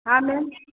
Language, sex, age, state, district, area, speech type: Hindi, female, 45-60, Uttar Pradesh, Ayodhya, rural, conversation